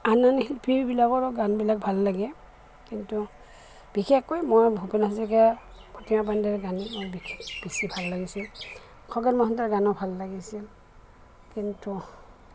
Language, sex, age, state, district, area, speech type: Assamese, female, 60+, Assam, Goalpara, rural, spontaneous